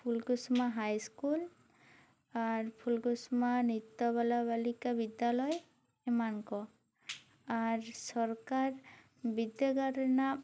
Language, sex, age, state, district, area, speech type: Santali, female, 18-30, West Bengal, Bankura, rural, spontaneous